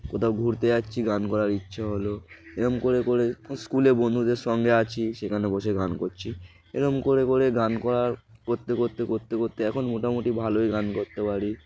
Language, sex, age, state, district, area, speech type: Bengali, male, 18-30, West Bengal, Darjeeling, urban, spontaneous